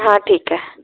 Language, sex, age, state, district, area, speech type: Marathi, female, 30-45, Maharashtra, Wardha, rural, conversation